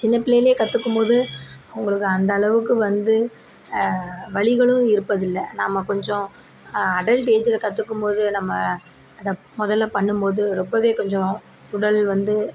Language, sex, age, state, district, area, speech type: Tamil, female, 30-45, Tamil Nadu, Perambalur, rural, spontaneous